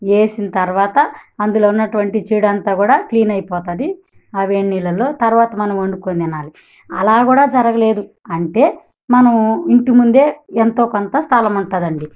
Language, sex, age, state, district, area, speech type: Telugu, female, 30-45, Andhra Pradesh, Kadapa, urban, spontaneous